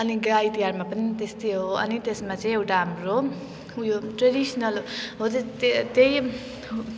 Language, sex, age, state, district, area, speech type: Nepali, female, 18-30, West Bengal, Jalpaiguri, rural, spontaneous